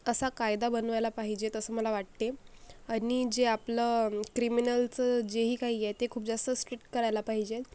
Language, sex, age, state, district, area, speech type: Marathi, female, 45-60, Maharashtra, Akola, rural, spontaneous